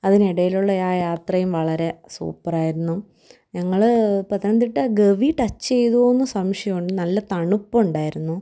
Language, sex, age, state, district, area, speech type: Malayalam, female, 30-45, Kerala, Thiruvananthapuram, rural, spontaneous